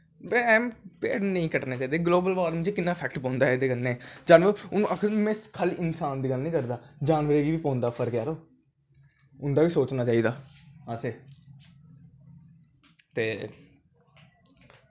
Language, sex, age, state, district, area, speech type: Dogri, male, 18-30, Jammu and Kashmir, Jammu, urban, spontaneous